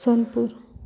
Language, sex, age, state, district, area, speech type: Odia, female, 30-45, Odisha, Subarnapur, urban, spontaneous